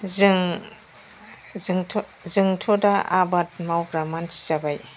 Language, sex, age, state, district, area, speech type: Bodo, male, 60+, Assam, Kokrajhar, urban, spontaneous